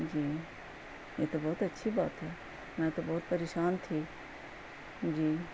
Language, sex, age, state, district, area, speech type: Urdu, female, 45-60, Bihar, Gaya, urban, spontaneous